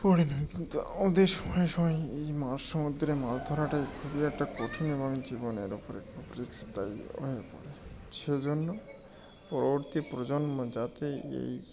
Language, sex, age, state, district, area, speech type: Bengali, male, 45-60, West Bengal, Birbhum, urban, spontaneous